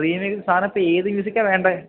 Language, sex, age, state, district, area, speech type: Malayalam, male, 18-30, Kerala, Idukki, rural, conversation